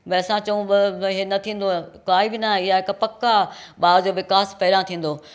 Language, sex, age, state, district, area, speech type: Sindhi, female, 60+, Maharashtra, Thane, urban, spontaneous